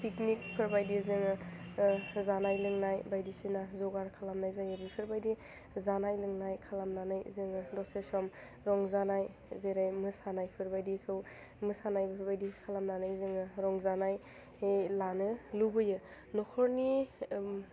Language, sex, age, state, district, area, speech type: Bodo, female, 18-30, Assam, Udalguri, rural, spontaneous